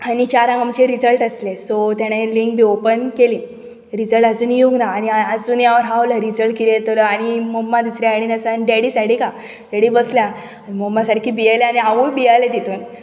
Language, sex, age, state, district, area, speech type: Goan Konkani, female, 18-30, Goa, Bardez, urban, spontaneous